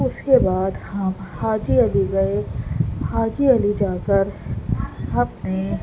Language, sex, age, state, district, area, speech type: Urdu, female, 18-30, Delhi, Central Delhi, urban, spontaneous